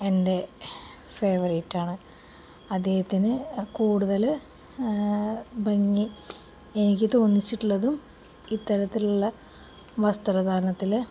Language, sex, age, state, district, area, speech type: Malayalam, female, 45-60, Kerala, Palakkad, rural, spontaneous